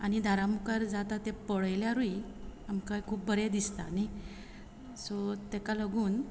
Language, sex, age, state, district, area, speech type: Goan Konkani, female, 30-45, Goa, Quepem, rural, spontaneous